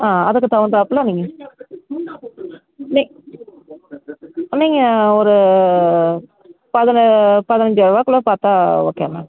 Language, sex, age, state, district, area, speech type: Tamil, female, 60+, Tamil Nadu, Tenkasi, urban, conversation